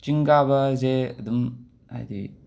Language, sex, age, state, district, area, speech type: Manipuri, male, 45-60, Manipur, Imphal West, urban, spontaneous